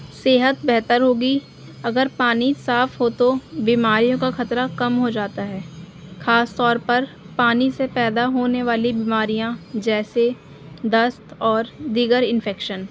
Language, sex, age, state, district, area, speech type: Urdu, female, 18-30, Delhi, North East Delhi, urban, spontaneous